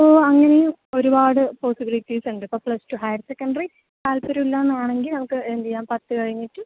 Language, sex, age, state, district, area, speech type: Malayalam, female, 18-30, Kerala, Kozhikode, rural, conversation